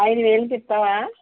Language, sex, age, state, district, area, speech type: Telugu, female, 45-60, Andhra Pradesh, Guntur, urban, conversation